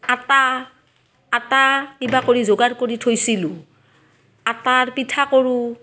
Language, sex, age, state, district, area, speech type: Assamese, female, 45-60, Assam, Barpeta, rural, spontaneous